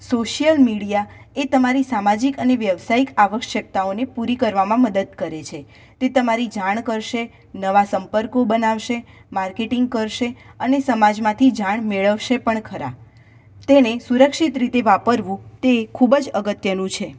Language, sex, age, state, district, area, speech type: Gujarati, female, 18-30, Gujarat, Mehsana, rural, spontaneous